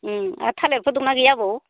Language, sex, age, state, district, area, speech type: Bodo, female, 45-60, Assam, Baksa, rural, conversation